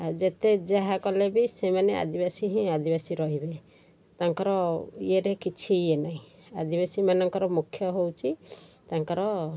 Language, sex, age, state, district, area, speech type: Odia, female, 45-60, Odisha, Sundergarh, rural, spontaneous